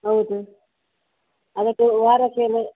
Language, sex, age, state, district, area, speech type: Kannada, female, 30-45, Karnataka, Udupi, rural, conversation